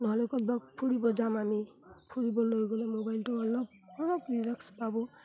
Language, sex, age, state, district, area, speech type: Assamese, female, 30-45, Assam, Udalguri, rural, spontaneous